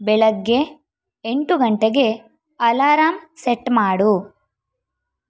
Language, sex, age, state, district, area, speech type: Kannada, female, 30-45, Karnataka, Shimoga, rural, read